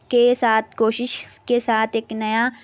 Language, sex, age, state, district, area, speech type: Urdu, female, 18-30, Telangana, Hyderabad, urban, spontaneous